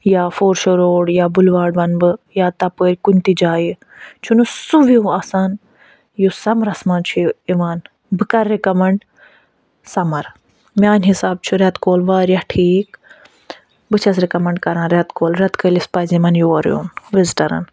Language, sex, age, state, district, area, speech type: Kashmiri, female, 45-60, Jammu and Kashmir, Budgam, rural, spontaneous